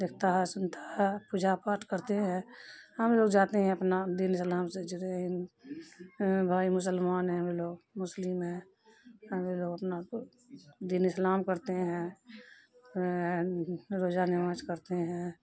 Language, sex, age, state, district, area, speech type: Urdu, female, 30-45, Bihar, Khagaria, rural, spontaneous